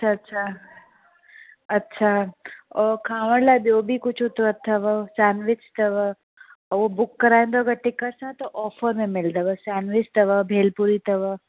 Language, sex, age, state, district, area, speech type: Sindhi, female, 30-45, Uttar Pradesh, Lucknow, urban, conversation